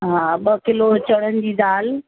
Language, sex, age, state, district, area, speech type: Sindhi, female, 60+, Uttar Pradesh, Lucknow, urban, conversation